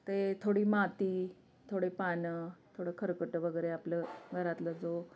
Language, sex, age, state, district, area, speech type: Marathi, female, 45-60, Maharashtra, Osmanabad, rural, spontaneous